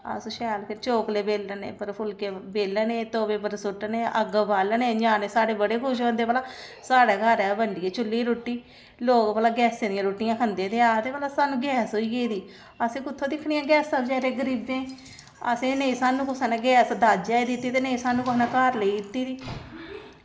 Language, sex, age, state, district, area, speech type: Dogri, female, 45-60, Jammu and Kashmir, Samba, rural, spontaneous